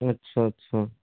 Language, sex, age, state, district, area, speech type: Hindi, male, 18-30, Madhya Pradesh, Balaghat, rural, conversation